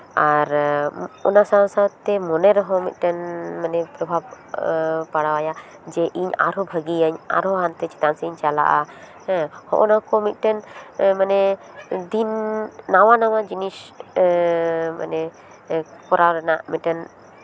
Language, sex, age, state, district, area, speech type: Santali, female, 30-45, West Bengal, Paschim Bardhaman, urban, spontaneous